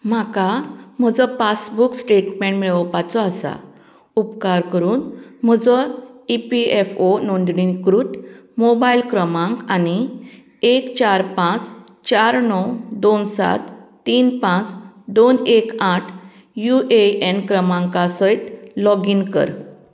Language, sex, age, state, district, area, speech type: Goan Konkani, female, 45-60, Goa, Canacona, rural, read